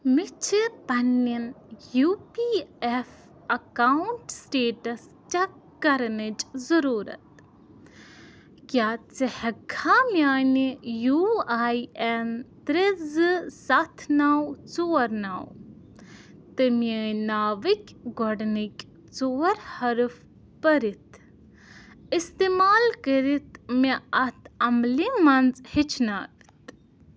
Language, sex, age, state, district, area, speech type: Kashmiri, female, 18-30, Jammu and Kashmir, Ganderbal, rural, read